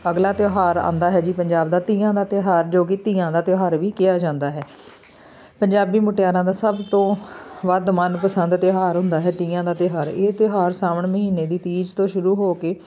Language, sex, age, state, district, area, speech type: Punjabi, female, 30-45, Punjab, Amritsar, urban, spontaneous